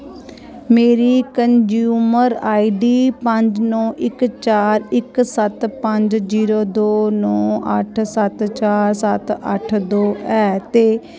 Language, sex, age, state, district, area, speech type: Dogri, female, 45-60, Jammu and Kashmir, Kathua, rural, read